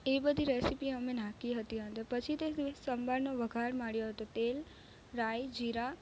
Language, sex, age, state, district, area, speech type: Gujarati, female, 18-30, Gujarat, Narmada, rural, spontaneous